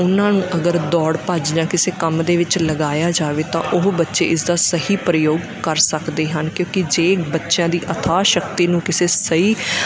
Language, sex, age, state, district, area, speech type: Punjabi, female, 30-45, Punjab, Mansa, urban, spontaneous